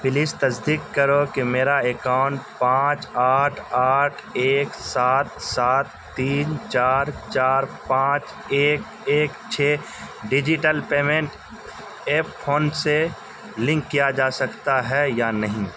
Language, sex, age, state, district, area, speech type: Urdu, male, 30-45, Bihar, Supaul, rural, read